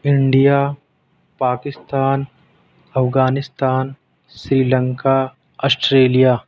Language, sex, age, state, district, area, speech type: Urdu, male, 18-30, Delhi, South Delhi, urban, spontaneous